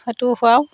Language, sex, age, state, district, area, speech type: Assamese, female, 45-60, Assam, Darrang, rural, spontaneous